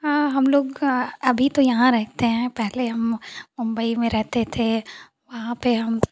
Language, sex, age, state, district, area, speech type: Hindi, female, 18-30, Uttar Pradesh, Ghazipur, urban, spontaneous